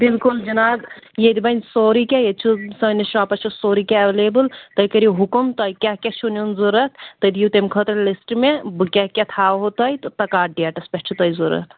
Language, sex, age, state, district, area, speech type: Kashmiri, female, 45-60, Jammu and Kashmir, Kulgam, rural, conversation